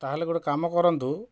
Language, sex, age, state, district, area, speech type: Odia, male, 45-60, Odisha, Kalahandi, rural, spontaneous